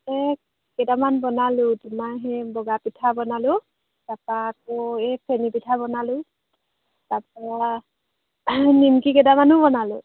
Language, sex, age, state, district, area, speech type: Assamese, female, 18-30, Assam, Golaghat, urban, conversation